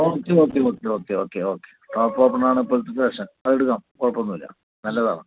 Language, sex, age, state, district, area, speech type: Malayalam, male, 60+, Kerala, Palakkad, rural, conversation